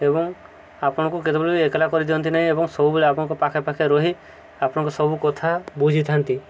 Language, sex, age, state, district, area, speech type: Odia, male, 18-30, Odisha, Subarnapur, urban, spontaneous